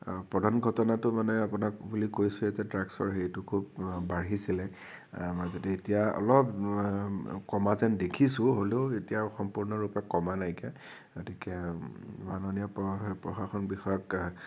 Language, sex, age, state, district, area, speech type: Assamese, male, 18-30, Assam, Nagaon, rural, spontaneous